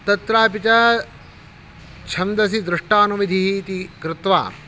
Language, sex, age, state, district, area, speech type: Sanskrit, male, 45-60, Karnataka, Shimoga, rural, spontaneous